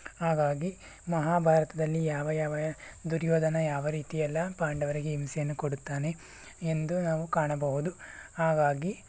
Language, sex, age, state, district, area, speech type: Kannada, male, 18-30, Karnataka, Tumkur, rural, spontaneous